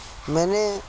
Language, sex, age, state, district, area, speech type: Urdu, male, 30-45, Uttar Pradesh, Mau, urban, spontaneous